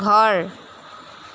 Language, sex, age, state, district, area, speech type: Assamese, female, 45-60, Assam, Jorhat, urban, read